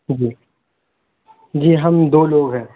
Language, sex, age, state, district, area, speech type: Urdu, male, 18-30, Uttar Pradesh, Lucknow, urban, conversation